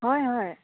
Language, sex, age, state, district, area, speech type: Assamese, female, 18-30, Assam, Dibrugarh, rural, conversation